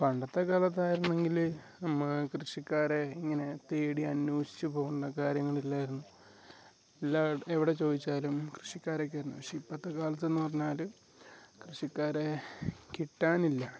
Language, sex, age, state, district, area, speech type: Malayalam, male, 18-30, Kerala, Wayanad, rural, spontaneous